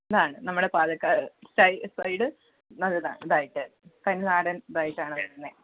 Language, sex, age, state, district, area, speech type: Malayalam, female, 18-30, Kerala, Pathanamthitta, rural, conversation